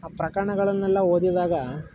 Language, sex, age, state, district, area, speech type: Kannada, male, 18-30, Karnataka, Mysore, rural, spontaneous